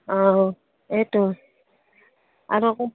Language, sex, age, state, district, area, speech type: Assamese, female, 45-60, Assam, Barpeta, rural, conversation